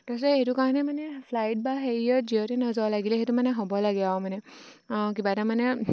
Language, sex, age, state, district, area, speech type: Assamese, female, 18-30, Assam, Sivasagar, rural, spontaneous